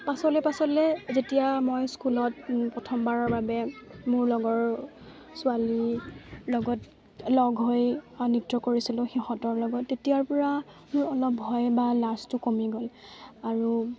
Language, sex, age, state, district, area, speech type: Assamese, female, 18-30, Assam, Lakhimpur, urban, spontaneous